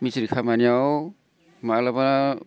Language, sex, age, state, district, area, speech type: Bodo, male, 45-60, Assam, Baksa, urban, spontaneous